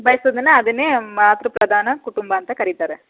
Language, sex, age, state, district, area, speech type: Kannada, female, 30-45, Karnataka, Chamarajanagar, rural, conversation